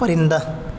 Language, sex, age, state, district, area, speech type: Urdu, male, 18-30, Delhi, North West Delhi, urban, read